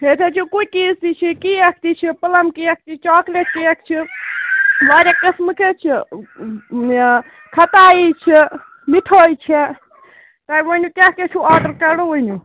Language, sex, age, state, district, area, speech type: Kashmiri, female, 45-60, Jammu and Kashmir, Ganderbal, rural, conversation